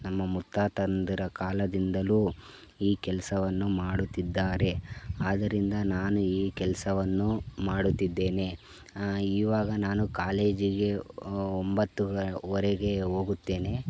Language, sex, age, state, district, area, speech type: Kannada, male, 18-30, Karnataka, Chikkaballapur, rural, spontaneous